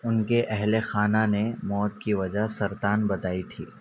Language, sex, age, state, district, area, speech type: Urdu, male, 18-30, Telangana, Hyderabad, urban, read